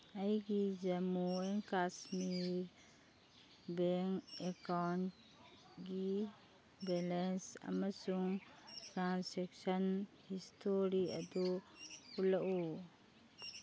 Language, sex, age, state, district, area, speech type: Manipuri, female, 45-60, Manipur, Kangpokpi, urban, read